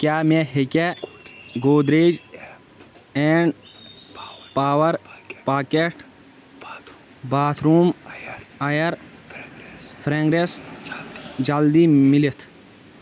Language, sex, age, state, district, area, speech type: Kashmiri, male, 18-30, Jammu and Kashmir, Shopian, rural, read